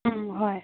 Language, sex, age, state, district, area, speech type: Manipuri, female, 18-30, Manipur, Kangpokpi, urban, conversation